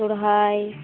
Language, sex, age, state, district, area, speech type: Santali, female, 18-30, West Bengal, Purba Bardhaman, rural, conversation